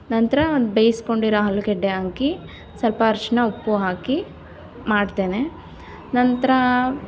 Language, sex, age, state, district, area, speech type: Kannada, female, 18-30, Karnataka, Chamarajanagar, rural, spontaneous